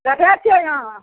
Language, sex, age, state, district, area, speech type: Maithili, female, 60+, Bihar, Araria, rural, conversation